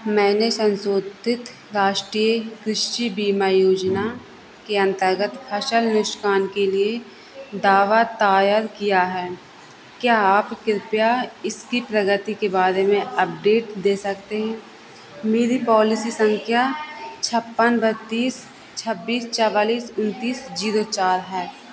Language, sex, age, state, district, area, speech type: Hindi, female, 18-30, Madhya Pradesh, Narsinghpur, rural, read